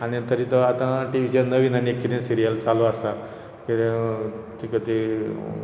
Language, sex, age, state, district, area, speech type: Goan Konkani, male, 60+, Goa, Canacona, rural, spontaneous